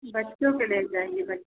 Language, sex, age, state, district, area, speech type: Hindi, female, 45-60, Uttar Pradesh, Ayodhya, rural, conversation